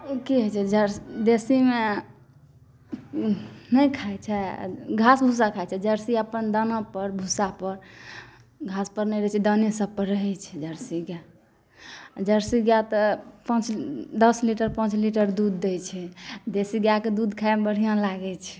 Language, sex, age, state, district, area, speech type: Maithili, female, 18-30, Bihar, Saharsa, rural, spontaneous